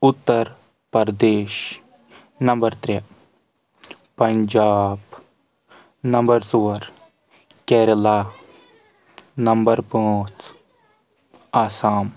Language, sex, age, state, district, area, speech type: Kashmiri, male, 18-30, Jammu and Kashmir, Kulgam, rural, spontaneous